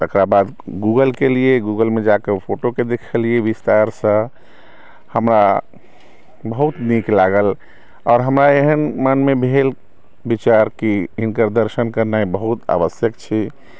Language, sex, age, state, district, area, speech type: Maithili, male, 60+, Bihar, Sitamarhi, rural, spontaneous